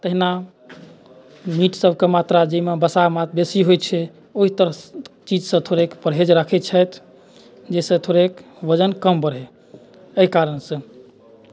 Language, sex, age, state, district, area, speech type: Maithili, male, 30-45, Bihar, Madhubani, rural, spontaneous